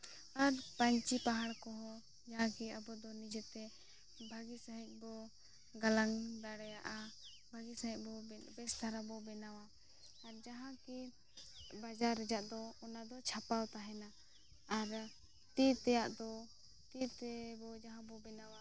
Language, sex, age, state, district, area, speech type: Santali, female, 18-30, Jharkhand, Seraikela Kharsawan, rural, spontaneous